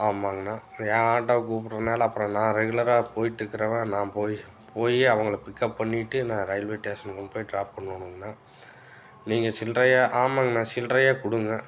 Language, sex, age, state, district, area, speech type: Tamil, male, 45-60, Tamil Nadu, Tiruppur, urban, spontaneous